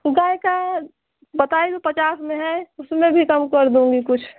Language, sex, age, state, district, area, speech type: Hindi, female, 45-60, Uttar Pradesh, Pratapgarh, rural, conversation